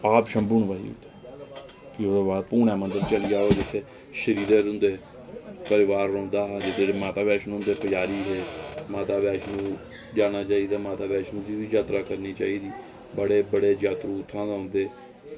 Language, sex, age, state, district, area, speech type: Dogri, male, 30-45, Jammu and Kashmir, Reasi, rural, spontaneous